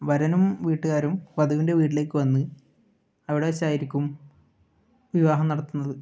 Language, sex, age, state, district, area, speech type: Malayalam, male, 18-30, Kerala, Kannur, rural, spontaneous